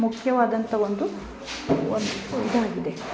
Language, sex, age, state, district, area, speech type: Kannada, female, 30-45, Karnataka, Chikkamagaluru, rural, spontaneous